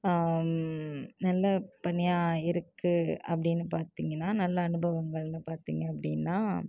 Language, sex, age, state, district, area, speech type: Tamil, female, 30-45, Tamil Nadu, Tiruvarur, rural, spontaneous